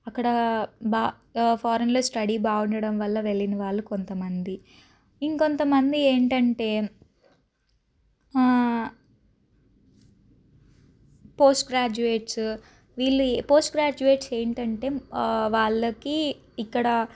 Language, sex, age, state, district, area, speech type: Telugu, female, 18-30, Andhra Pradesh, Guntur, urban, spontaneous